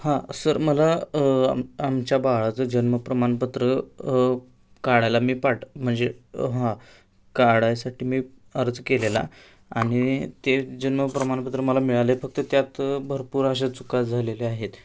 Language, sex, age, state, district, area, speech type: Marathi, male, 18-30, Maharashtra, Sangli, urban, spontaneous